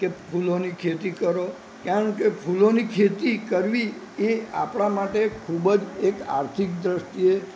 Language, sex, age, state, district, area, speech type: Gujarati, male, 60+, Gujarat, Narmada, urban, spontaneous